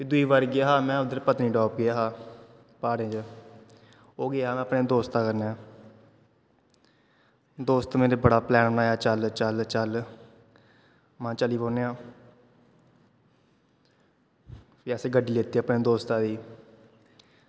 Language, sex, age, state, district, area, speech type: Dogri, male, 18-30, Jammu and Kashmir, Kathua, rural, spontaneous